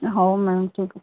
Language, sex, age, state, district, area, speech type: Odia, female, 30-45, Odisha, Sambalpur, rural, conversation